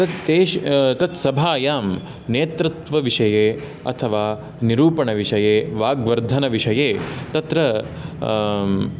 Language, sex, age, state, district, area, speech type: Sanskrit, male, 18-30, Karnataka, Udupi, rural, spontaneous